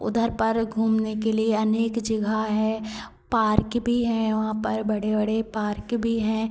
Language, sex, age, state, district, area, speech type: Hindi, female, 18-30, Madhya Pradesh, Hoshangabad, urban, spontaneous